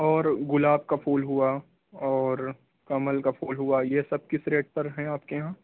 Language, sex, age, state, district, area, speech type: Urdu, male, 18-30, Uttar Pradesh, Ghaziabad, urban, conversation